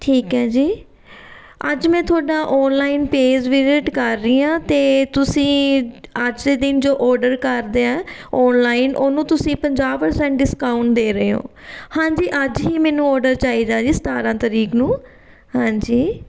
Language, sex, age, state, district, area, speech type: Punjabi, female, 30-45, Punjab, Fatehgarh Sahib, urban, spontaneous